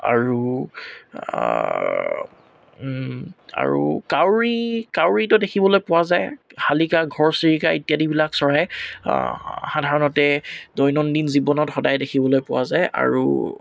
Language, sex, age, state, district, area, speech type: Assamese, male, 18-30, Assam, Tinsukia, rural, spontaneous